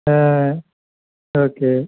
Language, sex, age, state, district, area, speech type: Tamil, male, 45-60, Tamil Nadu, Pudukkottai, rural, conversation